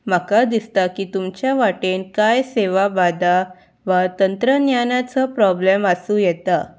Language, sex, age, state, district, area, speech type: Goan Konkani, female, 18-30, Goa, Salcete, urban, spontaneous